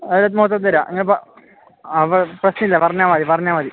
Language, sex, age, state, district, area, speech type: Malayalam, male, 18-30, Kerala, Kasaragod, rural, conversation